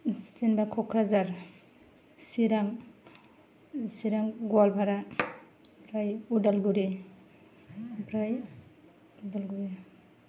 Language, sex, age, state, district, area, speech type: Bodo, female, 30-45, Assam, Kokrajhar, rural, spontaneous